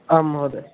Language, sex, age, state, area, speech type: Sanskrit, male, 18-30, Rajasthan, rural, conversation